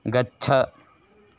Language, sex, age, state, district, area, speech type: Sanskrit, male, 18-30, Karnataka, Bellary, rural, read